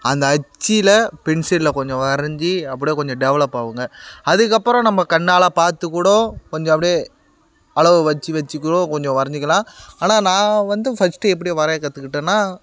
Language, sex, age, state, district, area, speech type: Tamil, male, 18-30, Tamil Nadu, Kallakurichi, urban, spontaneous